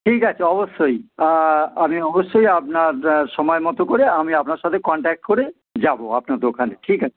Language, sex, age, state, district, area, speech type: Bengali, male, 60+, West Bengal, Dakshin Dinajpur, rural, conversation